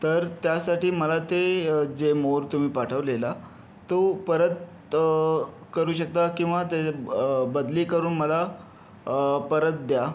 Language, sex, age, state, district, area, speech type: Marathi, male, 30-45, Maharashtra, Yavatmal, urban, spontaneous